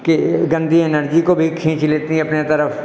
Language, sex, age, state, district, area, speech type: Hindi, male, 60+, Uttar Pradesh, Lucknow, rural, spontaneous